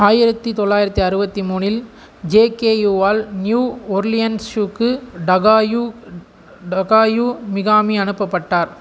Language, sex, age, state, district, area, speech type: Tamil, male, 18-30, Tamil Nadu, Tiruvannamalai, urban, read